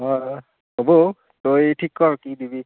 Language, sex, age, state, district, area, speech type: Assamese, male, 18-30, Assam, Barpeta, rural, conversation